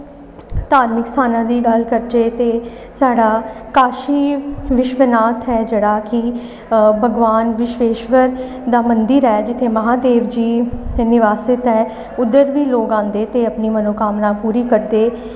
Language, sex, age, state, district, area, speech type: Dogri, female, 30-45, Jammu and Kashmir, Reasi, urban, spontaneous